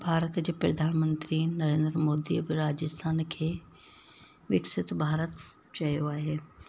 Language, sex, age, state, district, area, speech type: Sindhi, female, 45-60, Rajasthan, Ajmer, urban, spontaneous